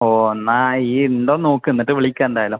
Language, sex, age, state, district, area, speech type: Malayalam, male, 18-30, Kerala, Kozhikode, urban, conversation